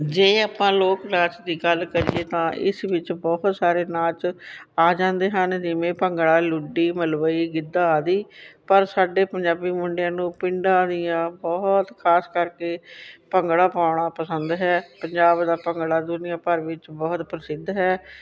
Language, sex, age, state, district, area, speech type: Punjabi, female, 45-60, Punjab, Shaheed Bhagat Singh Nagar, urban, spontaneous